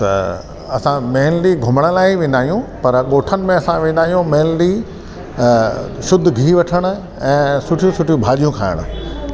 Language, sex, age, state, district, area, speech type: Sindhi, male, 60+, Delhi, South Delhi, urban, spontaneous